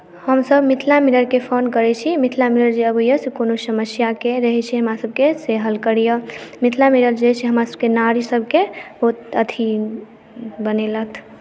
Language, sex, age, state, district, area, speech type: Maithili, female, 18-30, Bihar, Madhubani, rural, spontaneous